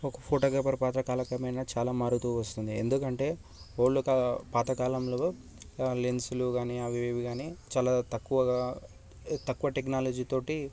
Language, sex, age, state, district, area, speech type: Telugu, male, 18-30, Telangana, Sangareddy, urban, spontaneous